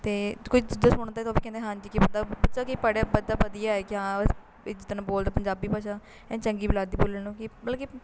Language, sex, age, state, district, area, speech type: Punjabi, female, 18-30, Punjab, Shaheed Bhagat Singh Nagar, rural, spontaneous